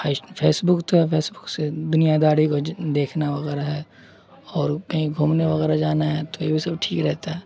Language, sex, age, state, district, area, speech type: Urdu, male, 18-30, Bihar, Supaul, rural, spontaneous